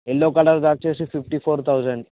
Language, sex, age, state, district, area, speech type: Telugu, male, 18-30, Telangana, Mancherial, rural, conversation